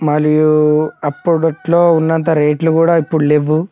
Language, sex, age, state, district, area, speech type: Telugu, male, 18-30, Telangana, Mancherial, rural, spontaneous